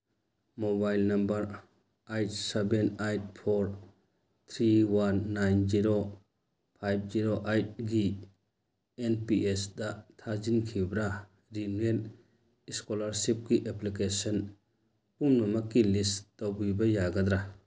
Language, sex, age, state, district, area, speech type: Manipuri, male, 60+, Manipur, Churachandpur, urban, read